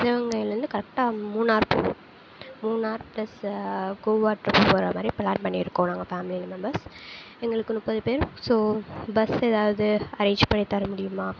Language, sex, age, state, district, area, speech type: Tamil, female, 18-30, Tamil Nadu, Sivaganga, rural, spontaneous